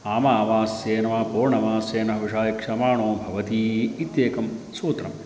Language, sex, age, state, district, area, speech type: Sanskrit, male, 45-60, Karnataka, Uttara Kannada, rural, spontaneous